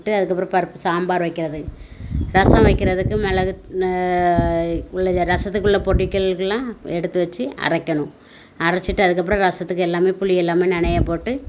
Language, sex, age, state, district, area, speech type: Tamil, female, 45-60, Tamil Nadu, Thoothukudi, rural, spontaneous